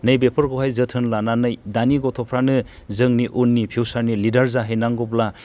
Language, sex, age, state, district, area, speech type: Bodo, male, 45-60, Assam, Chirang, rural, spontaneous